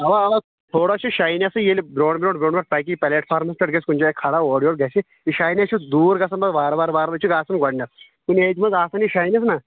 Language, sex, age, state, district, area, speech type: Kashmiri, male, 30-45, Jammu and Kashmir, Kulgam, rural, conversation